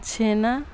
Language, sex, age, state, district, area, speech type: Urdu, female, 60+, Bihar, Gaya, urban, spontaneous